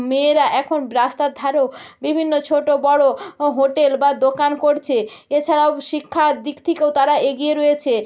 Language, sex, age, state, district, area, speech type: Bengali, female, 30-45, West Bengal, North 24 Parganas, rural, spontaneous